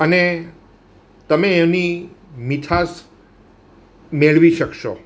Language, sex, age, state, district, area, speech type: Gujarati, male, 60+, Gujarat, Surat, urban, spontaneous